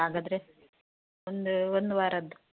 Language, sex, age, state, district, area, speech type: Kannada, female, 45-60, Karnataka, Udupi, rural, conversation